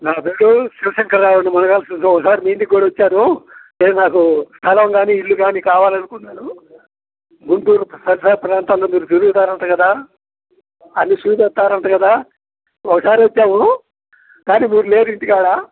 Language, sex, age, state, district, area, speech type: Telugu, male, 60+, Andhra Pradesh, Guntur, urban, conversation